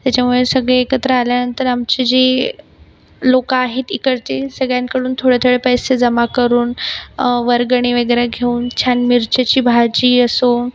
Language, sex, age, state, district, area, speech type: Marathi, female, 18-30, Maharashtra, Buldhana, rural, spontaneous